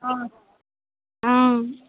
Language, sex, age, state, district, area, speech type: Assamese, female, 30-45, Assam, Nalbari, rural, conversation